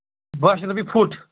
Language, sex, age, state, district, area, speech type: Kashmiri, male, 45-60, Jammu and Kashmir, Ganderbal, rural, conversation